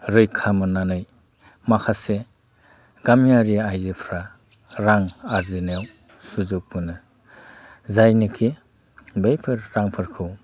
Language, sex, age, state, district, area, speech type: Bodo, male, 45-60, Assam, Udalguri, rural, spontaneous